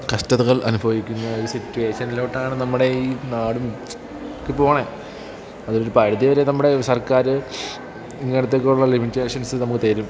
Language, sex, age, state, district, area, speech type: Malayalam, male, 18-30, Kerala, Idukki, rural, spontaneous